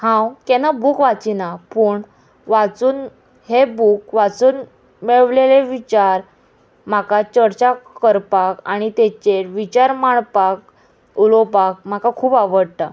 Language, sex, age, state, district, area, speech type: Goan Konkani, female, 18-30, Goa, Murmgao, urban, spontaneous